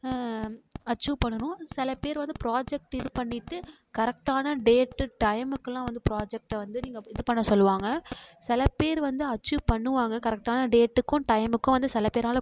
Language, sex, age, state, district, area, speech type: Tamil, female, 18-30, Tamil Nadu, Mayiladuthurai, urban, spontaneous